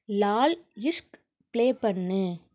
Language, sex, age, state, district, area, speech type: Tamil, female, 30-45, Tamil Nadu, Mayiladuthurai, urban, read